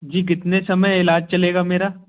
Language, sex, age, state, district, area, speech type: Hindi, male, 18-30, Madhya Pradesh, Gwalior, urban, conversation